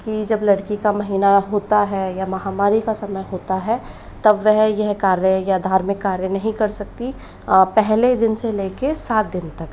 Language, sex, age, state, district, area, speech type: Hindi, female, 45-60, Rajasthan, Jaipur, urban, spontaneous